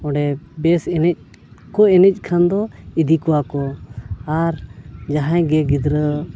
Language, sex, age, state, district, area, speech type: Santali, male, 30-45, Jharkhand, Bokaro, rural, spontaneous